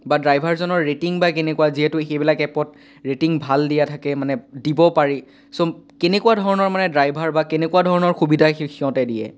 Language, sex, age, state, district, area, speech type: Assamese, male, 18-30, Assam, Biswanath, rural, spontaneous